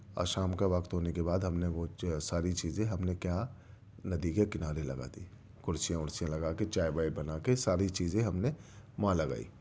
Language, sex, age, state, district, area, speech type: Urdu, male, 30-45, Delhi, Central Delhi, urban, spontaneous